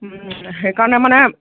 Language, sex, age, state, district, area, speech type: Assamese, female, 30-45, Assam, Kamrup Metropolitan, urban, conversation